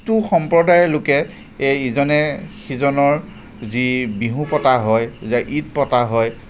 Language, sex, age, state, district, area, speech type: Assamese, male, 45-60, Assam, Jorhat, urban, spontaneous